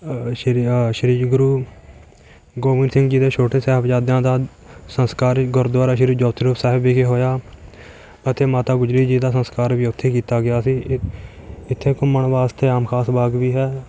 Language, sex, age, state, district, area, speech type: Punjabi, male, 18-30, Punjab, Fatehgarh Sahib, rural, spontaneous